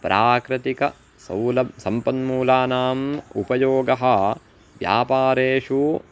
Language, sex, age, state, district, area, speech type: Sanskrit, male, 18-30, Karnataka, Uttara Kannada, rural, spontaneous